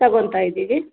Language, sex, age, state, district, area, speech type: Kannada, female, 30-45, Karnataka, Kolar, rural, conversation